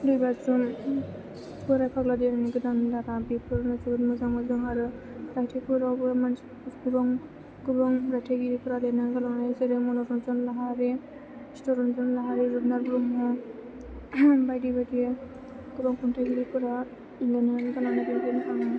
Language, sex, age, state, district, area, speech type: Bodo, female, 18-30, Assam, Chirang, urban, spontaneous